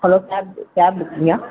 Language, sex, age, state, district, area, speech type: Tamil, male, 18-30, Tamil Nadu, Tiruvarur, urban, conversation